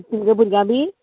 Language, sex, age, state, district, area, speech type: Goan Konkani, female, 60+, Goa, Canacona, rural, conversation